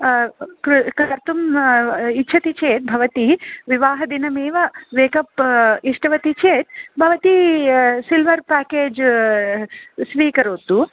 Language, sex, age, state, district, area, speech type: Sanskrit, female, 30-45, Andhra Pradesh, Krishna, urban, conversation